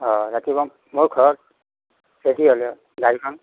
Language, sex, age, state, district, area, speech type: Assamese, male, 60+, Assam, Udalguri, rural, conversation